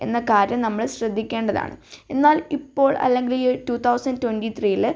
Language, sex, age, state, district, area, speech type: Malayalam, female, 30-45, Kerala, Wayanad, rural, spontaneous